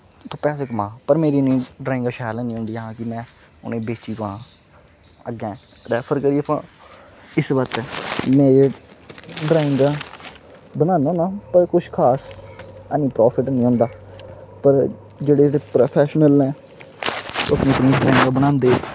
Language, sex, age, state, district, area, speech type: Dogri, male, 18-30, Jammu and Kashmir, Kathua, rural, spontaneous